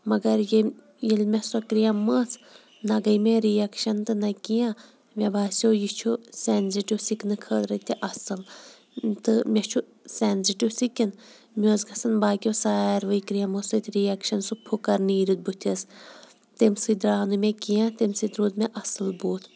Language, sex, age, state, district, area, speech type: Kashmiri, female, 30-45, Jammu and Kashmir, Shopian, urban, spontaneous